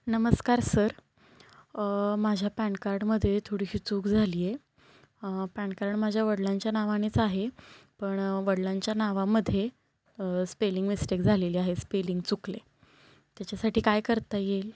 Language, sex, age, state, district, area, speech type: Marathi, female, 18-30, Maharashtra, Satara, urban, spontaneous